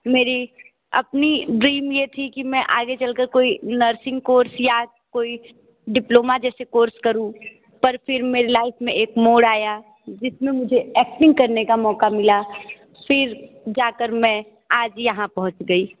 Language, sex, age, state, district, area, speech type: Hindi, female, 18-30, Uttar Pradesh, Sonbhadra, rural, conversation